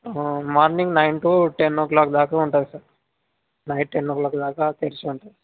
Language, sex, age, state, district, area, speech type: Telugu, male, 18-30, Telangana, Sangareddy, urban, conversation